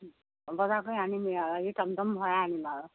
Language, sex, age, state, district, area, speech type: Assamese, female, 60+, Assam, Golaghat, rural, conversation